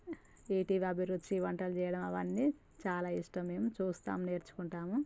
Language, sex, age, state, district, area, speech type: Telugu, female, 30-45, Telangana, Jangaon, rural, spontaneous